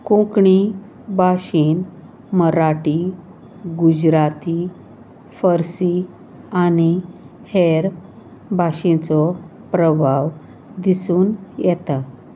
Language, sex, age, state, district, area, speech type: Goan Konkani, female, 45-60, Goa, Salcete, rural, spontaneous